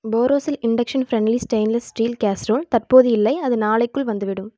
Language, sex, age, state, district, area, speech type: Tamil, female, 18-30, Tamil Nadu, Erode, rural, read